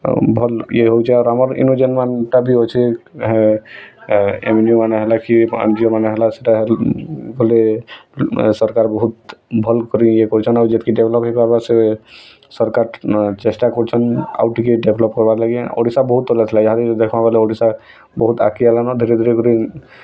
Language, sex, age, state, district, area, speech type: Odia, male, 18-30, Odisha, Bargarh, urban, spontaneous